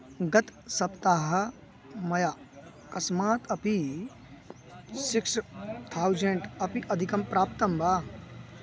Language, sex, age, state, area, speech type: Sanskrit, male, 18-30, Uttar Pradesh, urban, read